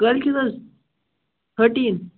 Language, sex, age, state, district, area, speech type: Kashmiri, male, 18-30, Jammu and Kashmir, Bandipora, rural, conversation